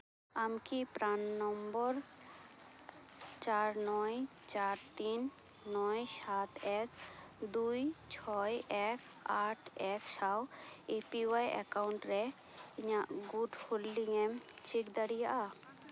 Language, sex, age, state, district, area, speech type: Santali, female, 18-30, West Bengal, Purba Bardhaman, rural, read